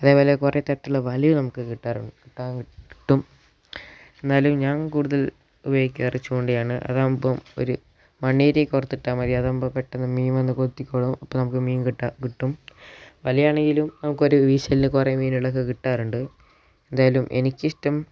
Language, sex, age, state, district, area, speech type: Malayalam, male, 18-30, Kerala, Wayanad, rural, spontaneous